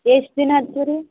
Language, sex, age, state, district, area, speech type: Kannada, female, 18-30, Karnataka, Bidar, urban, conversation